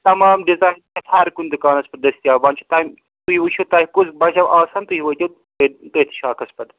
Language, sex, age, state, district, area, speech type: Kashmiri, male, 30-45, Jammu and Kashmir, Srinagar, urban, conversation